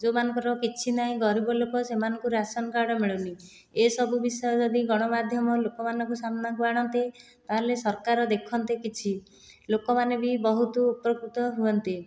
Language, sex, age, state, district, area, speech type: Odia, female, 30-45, Odisha, Khordha, rural, spontaneous